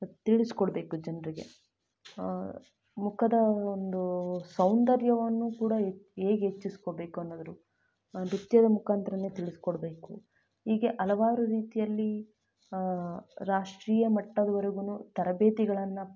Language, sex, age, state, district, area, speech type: Kannada, female, 18-30, Karnataka, Chitradurga, rural, spontaneous